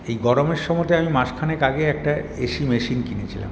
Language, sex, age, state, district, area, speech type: Bengali, male, 60+, West Bengal, Paschim Bardhaman, urban, spontaneous